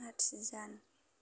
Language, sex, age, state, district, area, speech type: Bodo, female, 18-30, Assam, Baksa, rural, spontaneous